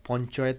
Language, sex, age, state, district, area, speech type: Bengali, male, 30-45, West Bengal, Hooghly, urban, spontaneous